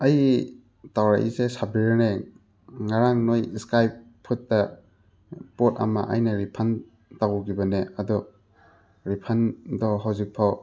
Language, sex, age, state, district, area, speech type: Manipuri, male, 30-45, Manipur, Thoubal, rural, spontaneous